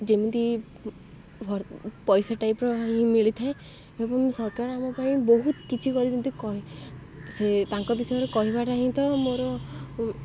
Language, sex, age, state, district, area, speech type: Odia, female, 18-30, Odisha, Ganjam, urban, spontaneous